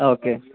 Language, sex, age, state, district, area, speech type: Malayalam, male, 30-45, Kerala, Pathanamthitta, rural, conversation